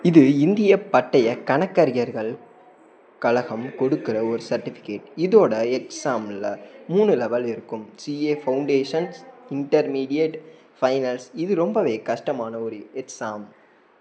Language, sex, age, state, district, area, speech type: Tamil, male, 18-30, Tamil Nadu, Madurai, urban, read